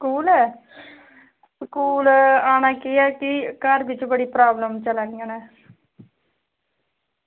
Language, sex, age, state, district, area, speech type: Dogri, female, 30-45, Jammu and Kashmir, Samba, rural, conversation